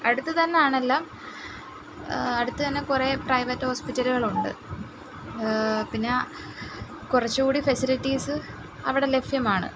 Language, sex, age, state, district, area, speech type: Malayalam, female, 18-30, Kerala, Kollam, rural, spontaneous